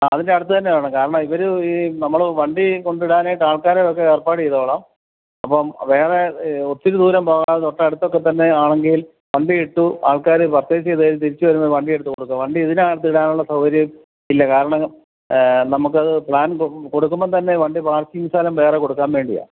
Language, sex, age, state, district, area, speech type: Malayalam, male, 45-60, Kerala, Kottayam, rural, conversation